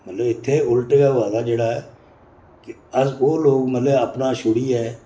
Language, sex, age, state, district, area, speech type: Dogri, male, 60+, Jammu and Kashmir, Reasi, urban, spontaneous